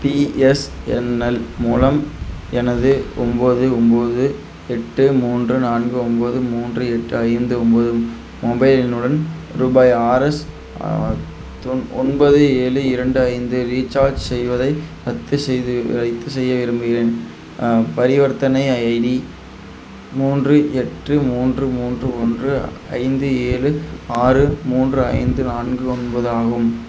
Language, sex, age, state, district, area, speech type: Tamil, male, 18-30, Tamil Nadu, Tiruchirappalli, rural, read